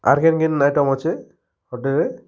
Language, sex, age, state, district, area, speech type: Odia, male, 30-45, Odisha, Kalahandi, rural, spontaneous